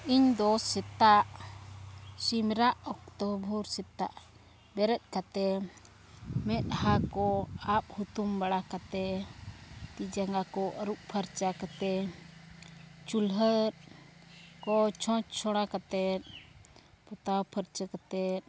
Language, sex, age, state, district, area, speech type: Santali, female, 45-60, Jharkhand, East Singhbhum, rural, spontaneous